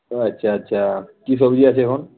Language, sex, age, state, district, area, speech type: Bengali, male, 18-30, West Bengal, Uttar Dinajpur, urban, conversation